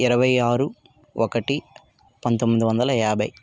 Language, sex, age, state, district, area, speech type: Telugu, male, 60+, Andhra Pradesh, Vizianagaram, rural, spontaneous